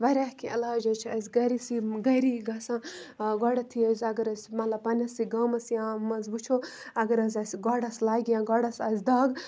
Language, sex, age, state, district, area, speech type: Kashmiri, female, 18-30, Jammu and Kashmir, Kupwara, rural, spontaneous